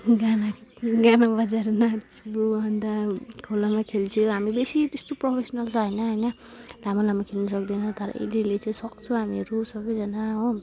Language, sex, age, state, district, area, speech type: Nepali, female, 18-30, West Bengal, Alipurduar, urban, spontaneous